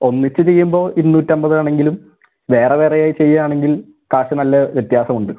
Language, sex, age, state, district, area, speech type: Malayalam, male, 18-30, Kerala, Thrissur, urban, conversation